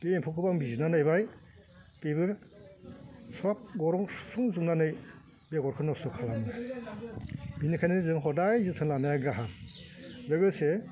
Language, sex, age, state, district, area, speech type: Bodo, male, 60+, Assam, Baksa, rural, spontaneous